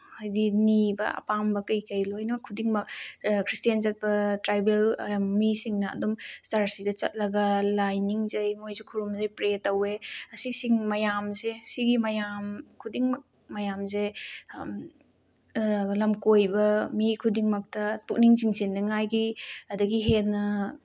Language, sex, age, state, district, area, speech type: Manipuri, female, 18-30, Manipur, Bishnupur, rural, spontaneous